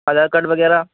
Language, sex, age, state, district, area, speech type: Urdu, male, 45-60, Uttar Pradesh, Gautam Buddha Nagar, urban, conversation